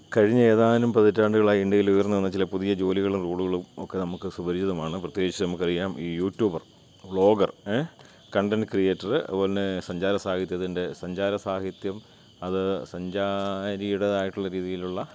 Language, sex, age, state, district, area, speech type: Malayalam, male, 45-60, Kerala, Kottayam, urban, spontaneous